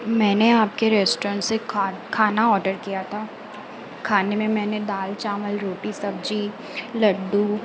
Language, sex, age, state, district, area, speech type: Hindi, female, 30-45, Madhya Pradesh, Harda, urban, spontaneous